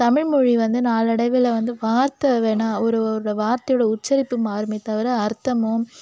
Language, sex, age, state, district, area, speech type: Tamil, female, 30-45, Tamil Nadu, Cuddalore, rural, spontaneous